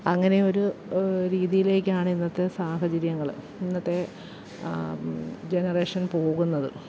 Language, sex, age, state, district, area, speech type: Malayalam, female, 30-45, Kerala, Alappuzha, rural, spontaneous